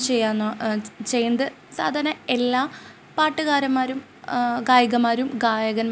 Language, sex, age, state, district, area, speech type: Malayalam, female, 18-30, Kerala, Ernakulam, rural, spontaneous